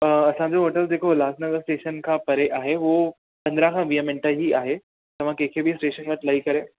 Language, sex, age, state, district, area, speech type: Sindhi, male, 18-30, Maharashtra, Thane, urban, conversation